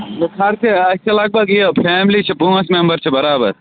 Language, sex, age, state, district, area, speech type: Kashmiri, male, 30-45, Jammu and Kashmir, Bandipora, rural, conversation